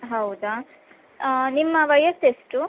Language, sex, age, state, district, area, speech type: Kannada, female, 18-30, Karnataka, Udupi, rural, conversation